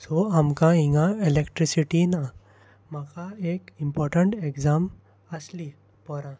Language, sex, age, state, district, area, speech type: Goan Konkani, male, 18-30, Goa, Salcete, rural, spontaneous